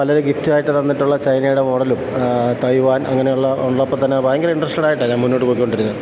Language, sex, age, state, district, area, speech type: Malayalam, male, 45-60, Kerala, Kottayam, urban, spontaneous